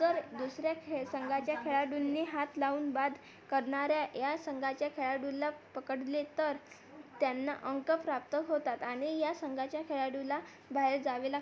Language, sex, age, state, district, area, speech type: Marathi, female, 18-30, Maharashtra, Amravati, urban, spontaneous